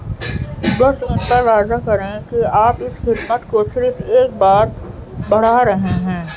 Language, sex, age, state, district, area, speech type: Urdu, female, 18-30, Delhi, Central Delhi, urban, read